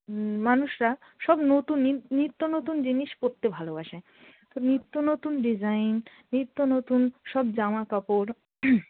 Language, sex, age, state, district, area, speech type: Bengali, female, 18-30, West Bengal, Darjeeling, rural, conversation